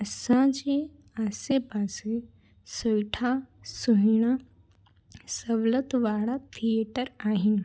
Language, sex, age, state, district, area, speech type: Sindhi, female, 18-30, Gujarat, Junagadh, urban, spontaneous